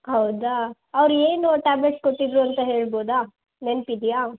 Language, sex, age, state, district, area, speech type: Kannada, female, 18-30, Karnataka, Chitradurga, urban, conversation